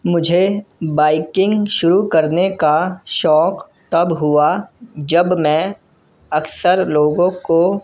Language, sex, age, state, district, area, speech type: Urdu, male, 18-30, Delhi, North East Delhi, urban, spontaneous